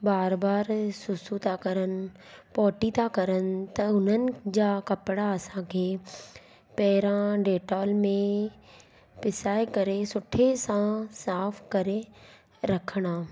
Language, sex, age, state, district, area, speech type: Sindhi, female, 30-45, Gujarat, Surat, urban, spontaneous